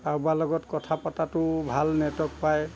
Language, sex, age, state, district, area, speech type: Assamese, male, 60+, Assam, Nagaon, rural, spontaneous